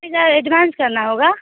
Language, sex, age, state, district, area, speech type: Hindi, female, 18-30, Bihar, Samastipur, urban, conversation